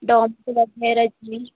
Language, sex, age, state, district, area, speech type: Sindhi, female, 30-45, Maharashtra, Thane, urban, conversation